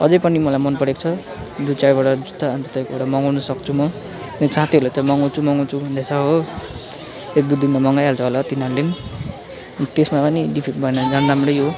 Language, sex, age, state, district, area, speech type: Nepali, male, 18-30, West Bengal, Kalimpong, rural, spontaneous